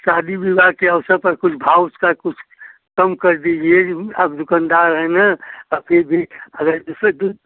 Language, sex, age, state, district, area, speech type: Hindi, male, 60+, Uttar Pradesh, Ghazipur, rural, conversation